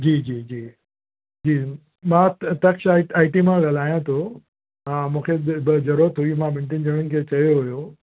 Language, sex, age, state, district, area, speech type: Sindhi, male, 60+, Uttar Pradesh, Lucknow, urban, conversation